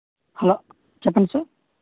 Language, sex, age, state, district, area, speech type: Telugu, male, 45-60, Andhra Pradesh, Vizianagaram, rural, conversation